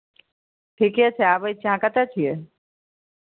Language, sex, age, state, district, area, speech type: Maithili, female, 45-60, Bihar, Madhepura, rural, conversation